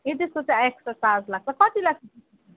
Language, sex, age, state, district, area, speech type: Nepali, female, 30-45, West Bengal, Jalpaiguri, urban, conversation